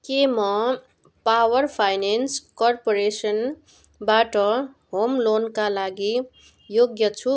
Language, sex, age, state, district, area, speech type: Nepali, female, 60+, West Bengal, Darjeeling, rural, read